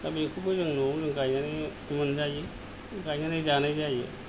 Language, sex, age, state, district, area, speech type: Bodo, male, 60+, Assam, Kokrajhar, rural, spontaneous